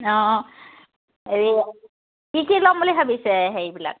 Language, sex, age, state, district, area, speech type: Assamese, female, 30-45, Assam, Charaideo, rural, conversation